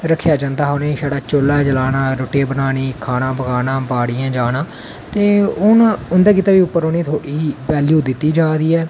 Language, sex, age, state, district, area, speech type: Dogri, male, 18-30, Jammu and Kashmir, Reasi, rural, spontaneous